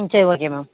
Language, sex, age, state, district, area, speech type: Tamil, female, 45-60, Tamil Nadu, Nilgiris, rural, conversation